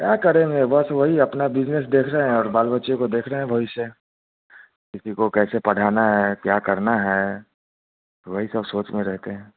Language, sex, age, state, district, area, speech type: Hindi, male, 30-45, Bihar, Vaishali, rural, conversation